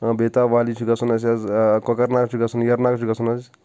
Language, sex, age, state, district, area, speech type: Kashmiri, male, 30-45, Jammu and Kashmir, Shopian, rural, spontaneous